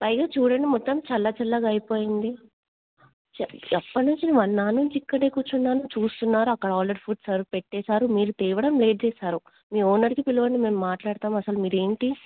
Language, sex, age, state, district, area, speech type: Telugu, female, 18-30, Telangana, Ranga Reddy, urban, conversation